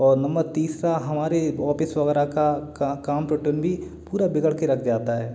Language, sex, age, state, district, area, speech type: Hindi, male, 30-45, Madhya Pradesh, Gwalior, urban, spontaneous